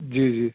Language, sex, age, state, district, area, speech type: Urdu, male, 45-60, Telangana, Hyderabad, urban, conversation